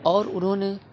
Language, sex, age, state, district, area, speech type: Urdu, male, 30-45, Uttar Pradesh, Lucknow, rural, spontaneous